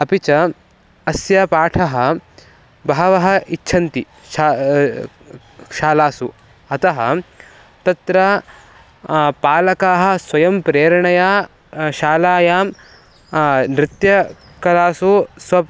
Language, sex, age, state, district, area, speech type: Sanskrit, male, 18-30, Karnataka, Mysore, urban, spontaneous